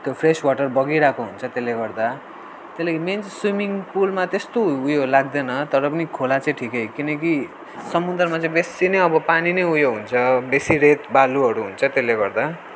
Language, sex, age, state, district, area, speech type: Nepali, male, 18-30, West Bengal, Darjeeling, rural, spontaneous